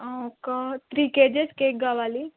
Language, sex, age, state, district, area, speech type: Telugu, female, 18-30, Telangana, Narayanpet, rural, conversation